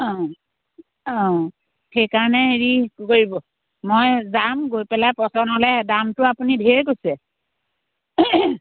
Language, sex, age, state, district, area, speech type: Assamese, female, 45-60, Assam, Biswanath, rural, conversation